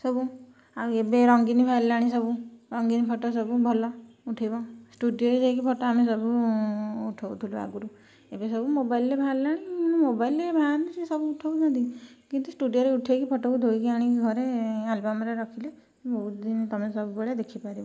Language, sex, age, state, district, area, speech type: Odia, female, 30-45, Odisha, Kendujhar, urban, spontaneous